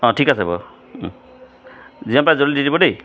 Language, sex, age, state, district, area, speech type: Assamese, male, 45-60, Assam, Charaideo, urban, spontaneous